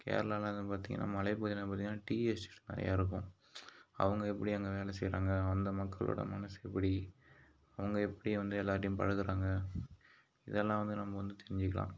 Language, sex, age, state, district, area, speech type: Tamil, male, 45-60, Tamil Nadu, Mayiladuthurai, rural, spontaneous